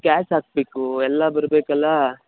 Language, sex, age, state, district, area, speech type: Kannada, male, 18-30, Karnataka, Bangalore Rural, rural, conversation